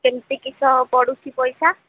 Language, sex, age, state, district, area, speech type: Odia, female, 45-60, Odisha, Sundergarh, rural, conversation